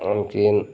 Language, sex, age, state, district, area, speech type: Marathi, male, 30-45, Maharashtra, Beed, rural, spontaneous